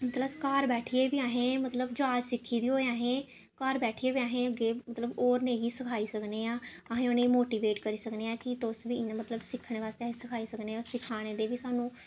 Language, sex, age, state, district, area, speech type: Dogri, female, 18-30, Jammu and Kashmir, Samba, rural, spontaneous